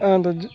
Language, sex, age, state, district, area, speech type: Nepali, male, 60+, West Bengal, Alipurduar, urban, spontaneous